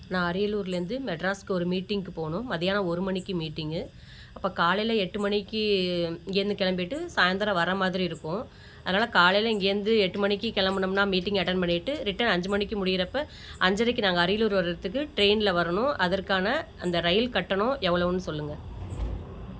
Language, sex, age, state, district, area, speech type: Tamil, female, 45-60, Tamil Nadu, Ariyalur, rural, spontaneous